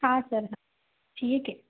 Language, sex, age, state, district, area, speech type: Marathi, female, 30-45, Maharashtra, Yavatmal, rural, conversation